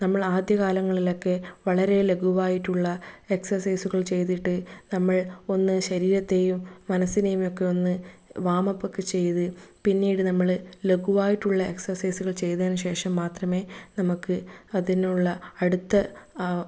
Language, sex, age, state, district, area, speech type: Malayalam, female, 30-45, Kerala, Kannur, rural, spontaneous